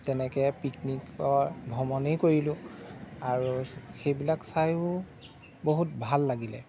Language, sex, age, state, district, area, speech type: Assamese, male, 30-45, Assam, Golaghat, urban, spontaneous